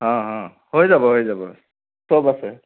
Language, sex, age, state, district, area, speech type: Assamese, male, 30-45, Assam, Sonitpur, rural, conversation